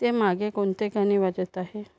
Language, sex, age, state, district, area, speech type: Marathi, female, 30-45, Maharashtra, Gondia, rural, read